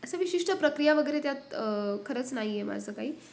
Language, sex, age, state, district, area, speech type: Marathi, female, 18-30, Maharashtra, Pune, urban, spontaneous